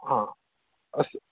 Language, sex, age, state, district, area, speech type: Sanskrit, male, 45-60, Karnataka, Shimoga, rural, conversation